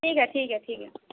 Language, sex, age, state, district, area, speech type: Hindi, female, 18-30, Bihar, Vaishali, rural, conversation